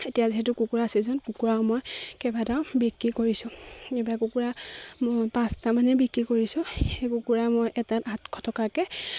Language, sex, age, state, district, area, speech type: Assamese, female, 30-45, Assam, Charaideo, rural, spontaneous